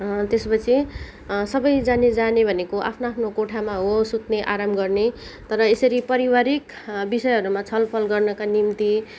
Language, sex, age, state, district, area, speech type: Nepali, female, 18-30, West Bengal, Kalimpong, rural, spontaneous